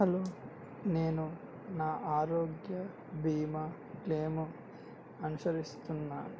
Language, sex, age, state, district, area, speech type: Telugu, male, 18-30, Andhra Pradesh, N T Rama Rao, urban, read